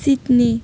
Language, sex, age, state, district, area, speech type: Nepali, female, 18-30, West Bengal, Jalpaiguri, urban, spontaneous